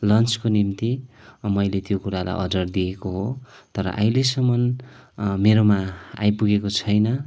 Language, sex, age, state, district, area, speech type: Nepali, male, 45-60, West Bengal, Kalimpong, rural, spontaneous